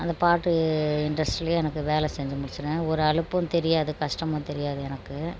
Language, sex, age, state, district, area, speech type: Tamil, female, 45-60, Tamil Nadu, Tiruchirappalli, rural, spontaneous